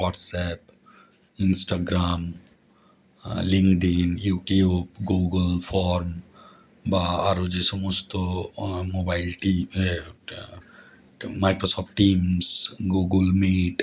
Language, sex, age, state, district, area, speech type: Bengali, male, 30-45, West Bengal, Howrah, urban, spontaneous